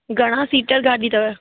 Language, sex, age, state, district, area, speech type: Sindhi, female, 30-45, Uttar Pradesh, Lucknow, rural, conversation